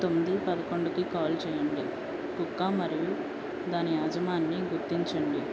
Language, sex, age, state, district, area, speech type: Telugu, female, 30-45, Andhra Pradesh, West Godavari, rural, spontaneous